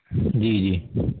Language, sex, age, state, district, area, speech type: Urdu, male, 18-30, Delhi, North East Delhi, urban, conversation